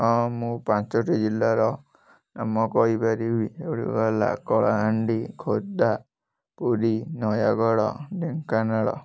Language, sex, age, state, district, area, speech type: Odia, male, 18-30, Odisha, Kalahandi, rural, spontaneous